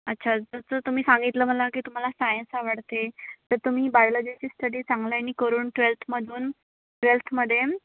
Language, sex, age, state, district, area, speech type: Marathi, female, 18-30, Maharashtra, Wardha, rural, conversation